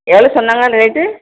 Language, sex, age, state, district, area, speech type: Tamil, female, 60+, Tamil Nadu, Krishnagiri, rural, conversation